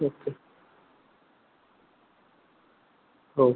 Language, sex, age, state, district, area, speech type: Marathi, male, 30-45, Maharashtra, Thane, urban, conversation